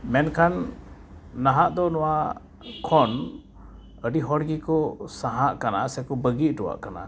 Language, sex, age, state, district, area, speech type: Santali, male, 30-45, West Bengal, Uttar Dinajpur, rural, spontaneous